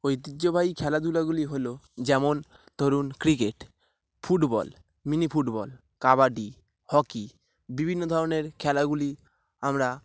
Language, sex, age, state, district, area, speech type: Bengali, male, 18-30, West Bengal, Dakshin Dinajpur, urban, spontaneous